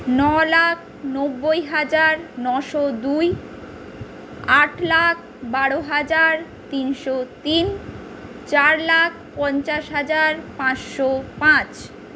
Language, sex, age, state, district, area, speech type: Bengali, female, 45-60, West Bengal, Purulia, urban, spontaneous